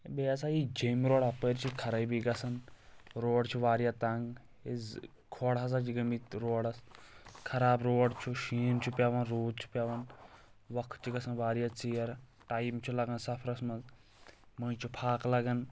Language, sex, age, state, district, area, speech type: Kashmiri, male, 18-30, Jammu and Kashmir, Kulgam, rural, spontaneous